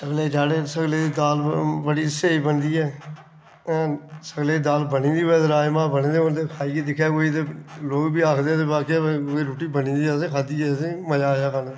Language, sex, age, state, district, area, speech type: Dogri, male, 45-60, Jammu and Kashmir, Reasi, rural, spontaneous